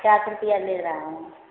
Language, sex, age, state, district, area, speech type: Hindi, female, 30-45, Uttar Pradesh, Prayagraj, rural, conversation